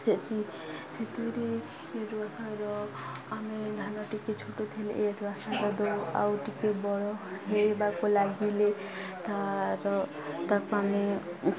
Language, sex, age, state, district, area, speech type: Odia, female, 18-30, Odisha, Nuapada, urban, spontaneous